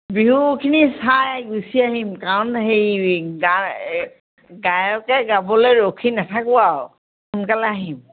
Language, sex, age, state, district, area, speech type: Assamese, female, 60+, Assam, Dhemaji, rural, conversation